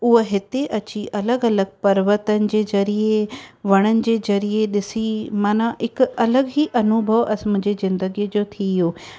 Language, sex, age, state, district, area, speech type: Sindhi, female, 30-45, Maharashtra, Thane, urban, spontaneous